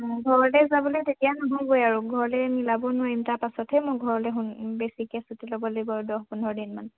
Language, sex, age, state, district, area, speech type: Assamese, female, 18-30, Assam, Lakhimpur, rural, conversation